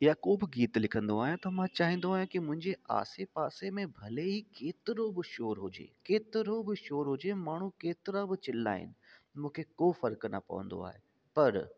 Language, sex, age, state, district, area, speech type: Sindhi, male, 30-45, Delhi, South Delhi, urban, spontaneous